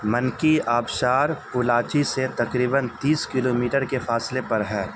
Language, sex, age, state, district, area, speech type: Urdu, male, 30-45, Bihar, Supaul, rural, read